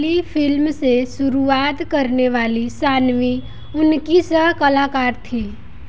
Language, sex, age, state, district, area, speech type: Hindi, female, 18-30, Uttar Pradesh, Mirzapur, rural, read